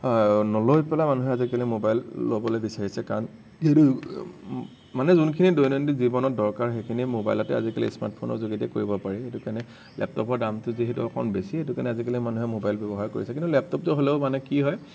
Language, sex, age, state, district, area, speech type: Assamese, male, 30-45, Assam, Nagaon, rural, spontaneous